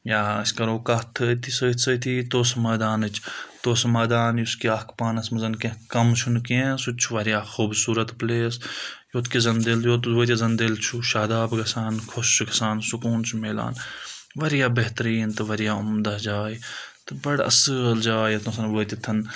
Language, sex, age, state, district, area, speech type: Kashmiri, male, 18-30, Jammu and Kashmir, Budgam, rural, spontaneous